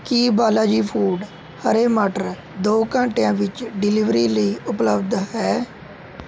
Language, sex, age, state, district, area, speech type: Punjabi, male, 18-30, Punjab, Mohali, rural, read